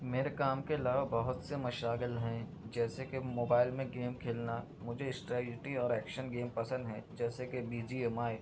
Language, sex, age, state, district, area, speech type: Urdu, male, 45-60, Maharashtra, Nashik, urban, spontaneous